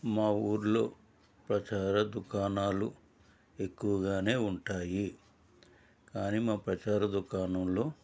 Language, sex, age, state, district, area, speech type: Telugu, male, 60+, Andhra Pradesh, East Godavari, rural, spontaneous